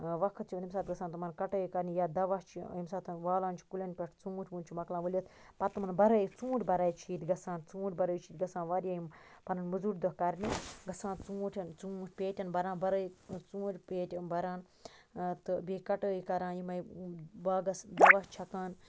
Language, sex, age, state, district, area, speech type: Kashmiri, female, 45-60, Jammu and Kashmir, Baramulla, rural, spontaneous